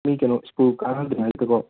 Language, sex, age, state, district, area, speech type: Manipuri, male, 18-30, Manipur, Kangpokpi, urban, conversation